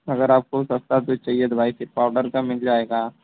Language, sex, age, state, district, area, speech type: Hindi, male, 18-30, Uttar Pradesh, Mau, rural, conversation